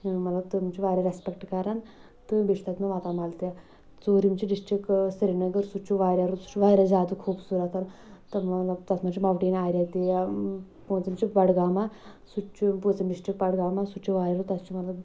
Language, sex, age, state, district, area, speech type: Kashmiri, female, 18-30, Jammu and Kashmir, Kulgam, rural, spontaneous